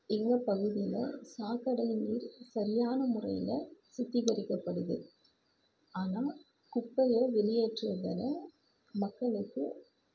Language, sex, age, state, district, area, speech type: Tamil, female, 18-30, Tamil Nadu, Krishnagiri, rural, spontaneous